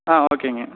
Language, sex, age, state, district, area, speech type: Tamil, male, 18-30, Tamil Nadu, Coimbatore, rural, conversation